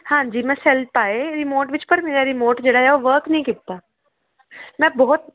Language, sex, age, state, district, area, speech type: Punjabi, female, 18-30, Punjab, Pathankot, rural, conversation